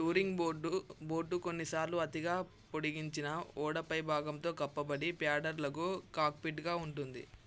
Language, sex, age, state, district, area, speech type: Telugu, male, 18-30, Telangana, Mancherial, rural, read